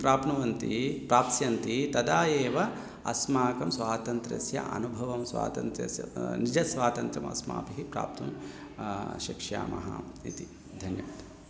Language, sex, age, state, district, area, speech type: Sanskrit, male, 30-45, Telangana, Hyderabad, urban, spontaneous